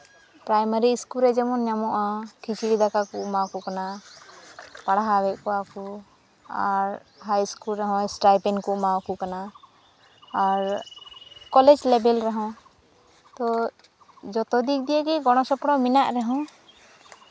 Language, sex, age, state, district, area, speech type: Santali, female, 18-30, West Bengal, Malda, rural, spontaneous